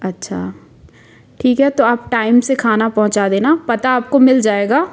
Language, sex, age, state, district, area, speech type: Hindi, female, 30-45, Madhya Pradesh, Jabalpur, urban, spontaneous